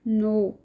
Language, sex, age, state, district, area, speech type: Punjabi, female, 18-30, Punjab, Rupnagar, urban, read